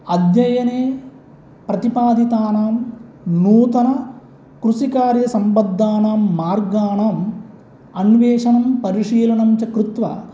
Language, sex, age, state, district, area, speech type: Sanskrit, male, 30-45, Andhra Pradesh, East Godavari, rural, spontaneous